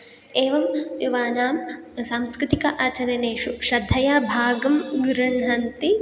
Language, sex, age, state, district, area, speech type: Sanskrit, female, 18-30, Karnataka, Hassan, urban, spontaneous